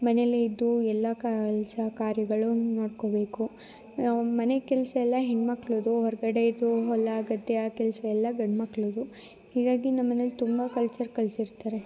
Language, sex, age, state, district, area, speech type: Kannada, female, 18-30, Karnataka, Chikkamagaluru, rural, spontaneous